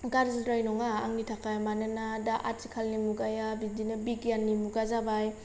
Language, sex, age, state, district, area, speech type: Bodo, female, 18-30, Assam, Kokrajhar, rural, spontaneous